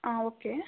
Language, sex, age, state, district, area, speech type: Kannada, female, 18-30, Karnataka, Bangalore Rural, rural, conversation